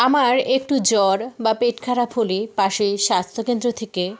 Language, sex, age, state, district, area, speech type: Bengali, female, 18-30, West Bengal, South 24 Parganas, rural, spontaneous